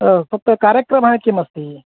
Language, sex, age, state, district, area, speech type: Sanskrit, male, 30-45, Karnataka, Vijayapura, urban, conversation